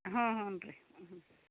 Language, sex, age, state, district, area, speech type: Kannada, female, 60+, Karnataka, Gadag, rural, conversation